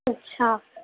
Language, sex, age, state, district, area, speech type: Urdu, female, 18-30, Uttar Pradesh, Gautam Buddha Nagar, urban, conversation